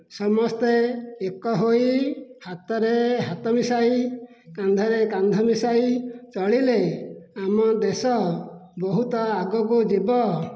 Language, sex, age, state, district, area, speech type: Odia, male, 60+, Odisha, Dhenkanal, rural, spontaneous